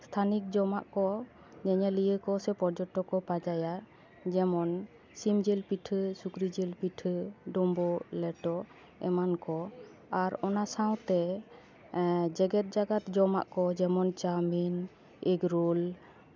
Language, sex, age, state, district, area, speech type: Santali, female, 45-60, West Bengal, Paschim Bardhaman, urban, spontaneous